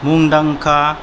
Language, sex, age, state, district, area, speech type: Bodo, male, 45-60, Assam, Kokrajhar, rural, spontaneous